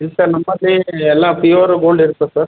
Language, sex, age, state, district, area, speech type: Kannada, male, 30-45, Karnataka, Bidar, urban, conversation